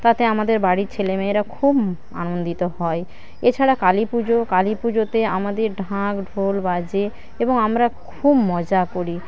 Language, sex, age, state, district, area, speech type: Bengali, female, 45-60, West Bengal, Paschim Medinipur, rural, spontaneous